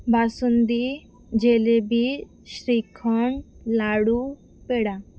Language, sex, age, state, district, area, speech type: Marathi, female, 18-30, Maharashtra, Wardha, rural, spontaneous